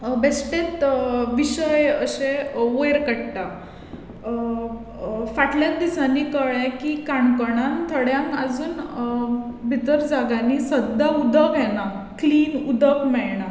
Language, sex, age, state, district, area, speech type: Goan Konkani, female, 18-30, Goa, Tiswadi, rural, spontaneous